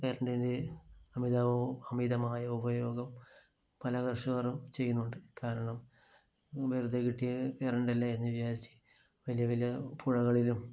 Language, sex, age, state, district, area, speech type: Malayalam, male, 45-60, Kerala, Kasaragod, rural, spontaneous